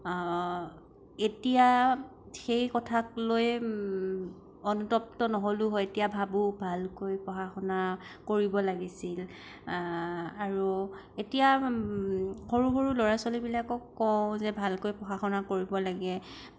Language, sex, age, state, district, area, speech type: Assamese, female, 18-30, Assam, Kamrup Metropolitan, urban, spontaneous